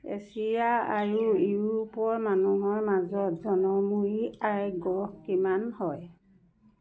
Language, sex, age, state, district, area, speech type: Assamese, female, 60+, Assam, Lakhimpur, urban, read